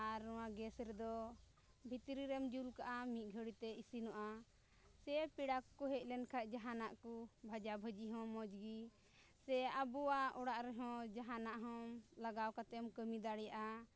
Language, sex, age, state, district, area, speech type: Santali, female, 30-45, Jharkhand, Pakur, rural, spontaneous